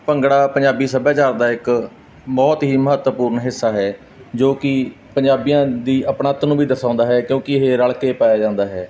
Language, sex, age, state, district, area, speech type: Punjabi, male, 30-45, Punjab, Barnala, rural, spontaneous